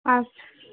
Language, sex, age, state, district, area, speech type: Bengali, female, 30-45, West Bengal, Hooghly, urban, conversation